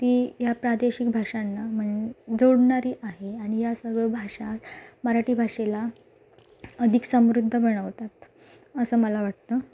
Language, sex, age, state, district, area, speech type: Marathi, female, 18-30, Maharashtra, Sindhudurg, rural, spontaneous